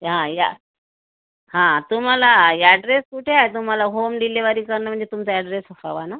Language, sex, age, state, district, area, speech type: Marathi, female, 30-45, Maharashtra, Amravati, urban, conversation